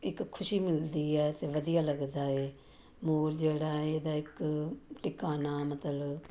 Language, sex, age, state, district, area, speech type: Punjabi, female, 45-60, Punjab, Jalandhar, urban, spontaneous